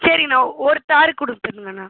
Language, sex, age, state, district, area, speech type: Tamil, female, 45-60, Tamil Nadu, Pudukkottai, rural, conversation